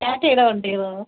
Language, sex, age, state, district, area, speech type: Malayalam, female, 60+, Kerala, Palakkad, rural, conversation